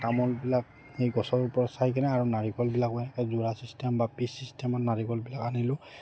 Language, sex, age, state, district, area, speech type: Assamese, male, 30-45, Assam, Udalguri, rural, spontaneous